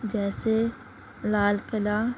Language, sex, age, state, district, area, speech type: Urdu, female, 18-30, Uttar Pradesh, Gautam Buddha Nagar, urban, spontaneous